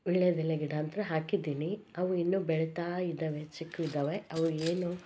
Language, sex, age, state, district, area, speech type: Kannada, female, 45-60, Karnataka, Koppal, rural, spontaneous